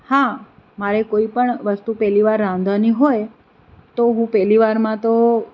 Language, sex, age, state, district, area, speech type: Gujarati, female, 45-60, Gujarat, Anand, urban, spontaneous